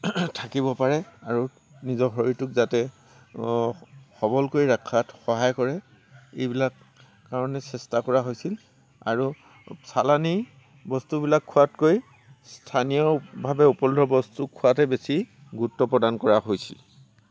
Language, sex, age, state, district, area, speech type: Assamese, male, 60+, Assam, Tinsukia, rural, spontaneous